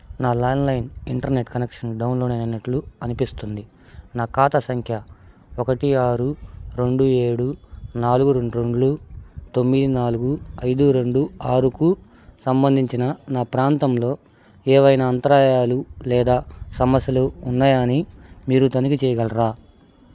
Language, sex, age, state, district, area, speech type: Telugu, male, 30-45, Andhra Pradesh, Bapatla, rural, read